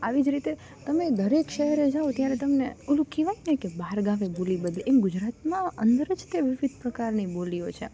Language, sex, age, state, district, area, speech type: Gujarati, female, 18-30, Gujarat, Rajkot, urban, spontaneous